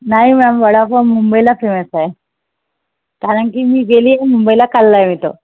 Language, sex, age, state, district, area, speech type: Marathi, female, 30-45, Maharashtra, Nagpur, urban, conversation